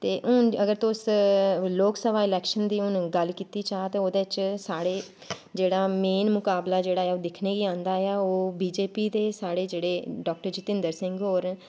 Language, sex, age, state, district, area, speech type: Dogri, female, 30-45, Jammu and Kashmir, Udhampur, urban, spontaneous